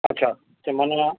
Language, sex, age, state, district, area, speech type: Sindhi, male, 45-60, Maharashtra, Thane, urban, conversation